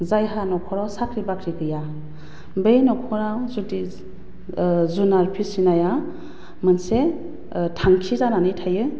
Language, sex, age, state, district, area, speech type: Bodo, female, 30-45, Assam, Baksa, urban, spontaneous